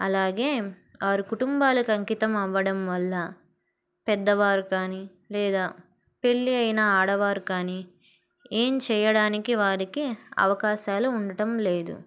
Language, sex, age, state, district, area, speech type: Telugu, female, 18-30, Andhra Pradesh, Palnadu, rural, spontaneous